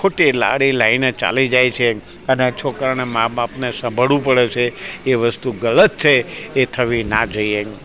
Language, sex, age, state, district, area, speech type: Gujarati, male, 60+, Gujarat, Rajkot, rural, spontaneous